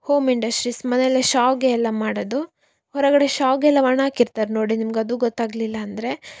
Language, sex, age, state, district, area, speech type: Kannada, female, 18-30, Karnataka, Davanagere, rural, spontaneous